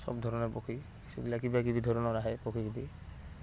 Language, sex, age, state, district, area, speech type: Assamese, male, 18-30, Assam, Goalpara, rural, spontaneous